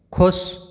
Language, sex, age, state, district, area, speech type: Hindi, male, 45-60, Rajasthan, Karauli, rural, read